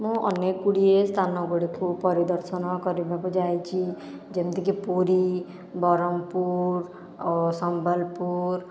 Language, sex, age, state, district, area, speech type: Odia, female, 18-30, Odisha, Khordha, rural, spontaneous